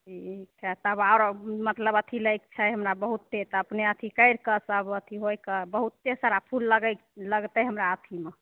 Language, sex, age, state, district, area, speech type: Maithili, female, 18-30, Bihar, Begusarai, urban, conversation